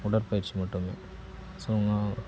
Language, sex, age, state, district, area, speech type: Tamil, male, 30-45, Tamil Nadu, Cuddalore, rural, spontaneous